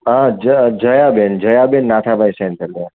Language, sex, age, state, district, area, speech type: Gujarati, male, 30-45, Gujarat, Surat, urban, conversation